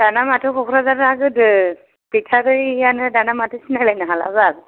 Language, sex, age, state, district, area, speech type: Bodo, female, 18-30, Assam, Kokrajhar, rural, conversation